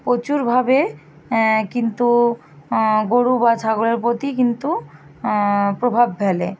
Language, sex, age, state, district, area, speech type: Bengali, female, 45-60, West Bengal, Bankura, urban, spontaneous